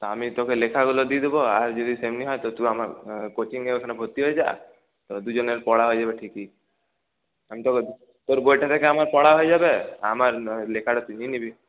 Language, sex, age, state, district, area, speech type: Bengali, male, 30-45, West Bengal, Paschim Bardhaman, urban, conversation